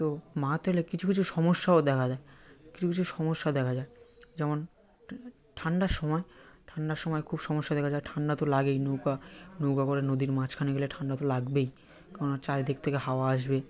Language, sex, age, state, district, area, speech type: Bengali, male, 18-30, West Bengal, South 24 Parganas, rural, spontaneous